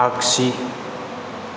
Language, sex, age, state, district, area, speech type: Bodo, male, 18-30, Assam, Chirang, rural, read